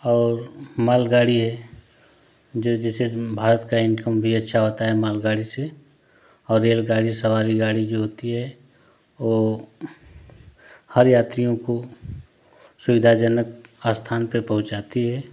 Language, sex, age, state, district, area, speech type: Hindi, male, 30-45, Uttar Pradesh, Ghazipur, rural, spontaneous